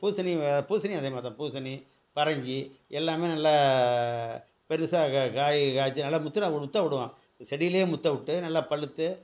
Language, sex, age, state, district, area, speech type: Tamil, male, 60+, Tamil Nadu, Thanjavur, rural, spontaneous